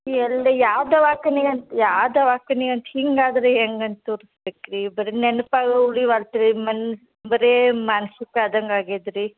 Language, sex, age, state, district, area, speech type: Kannada, female, 60+, Karnataka, Belgaum, rural, conversation